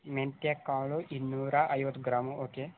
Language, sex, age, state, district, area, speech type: Kannada, male, 18-30, Karnataka, Chamarajanagar, rural, conversation